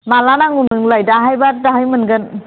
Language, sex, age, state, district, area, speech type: Bodo, female, 30-45, Assam, Kokrajhar, rural, conversation